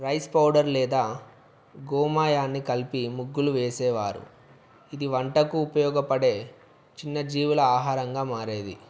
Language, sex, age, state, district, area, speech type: Telugu, male, 18-30, Telangana, Wanaparthy, urban, spontaneous